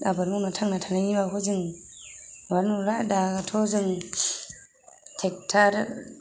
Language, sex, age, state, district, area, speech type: Bodo, female, 18-30, Assam, Kokrajhar, rural, spontaneous